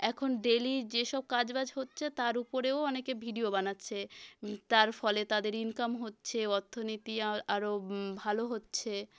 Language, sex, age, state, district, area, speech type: Bengali, female, 18-30, West Bengal, South 24 Parganas, rural, spontaneous